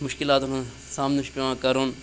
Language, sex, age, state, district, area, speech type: Kashmiri, male, 18-30, Jammu and Kashmir, Baramulla, urban, spontaneous